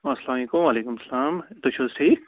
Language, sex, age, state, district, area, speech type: Kashmiri, male, 18-30, Jammu and Kashmir, Budgam, rural, conversation